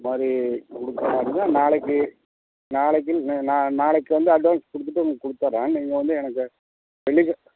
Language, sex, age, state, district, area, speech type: Tamil, male, 60+, Tamil Nadu, Madurai, rural, conversation